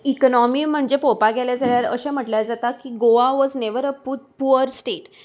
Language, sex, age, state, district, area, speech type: Goan Konkani, female, 30-45, Goa, Salcete, urban, spontaneous